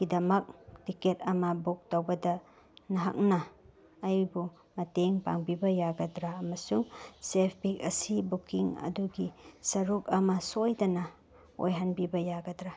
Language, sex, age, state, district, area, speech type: Manipuri, female, 45-60, Manipur, Chandel, rural, read